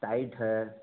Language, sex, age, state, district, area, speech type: Hindi, male, 45-60, Uttar Pradesh, Mau, rural, conversation